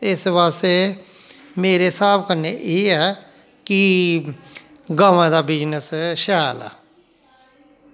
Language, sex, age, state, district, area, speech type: Dogri, male, 45-60, Jammu and Kashmir, Jammu, rural, spontaneous